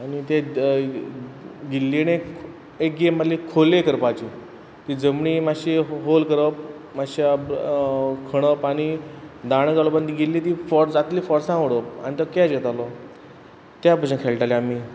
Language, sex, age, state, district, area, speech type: Goan Konkani, male, 30-45, Goa, Quepem, rural, spontaneous